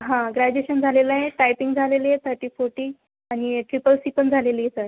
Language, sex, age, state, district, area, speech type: Marathi, female, 18-30, Maharashtra, Aurangabad, rural, conversation